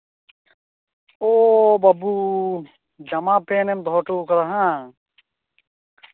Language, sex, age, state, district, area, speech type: Santali, male, 18-30, West Bengal, Bankura, rural, conversation